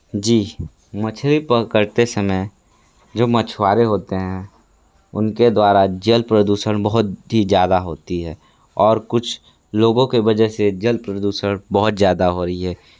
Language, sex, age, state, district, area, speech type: Hindi, male, 60+, Uttar Pradesh, Sonbhadra, rural, spontaneous